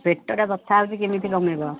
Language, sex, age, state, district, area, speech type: Odia, female, 45-60, Odisha, Angul, rural, conversation